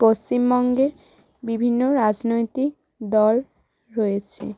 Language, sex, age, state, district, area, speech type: Bengali, female, 30-45, West Bengal, Hooghly, urban, spontaneous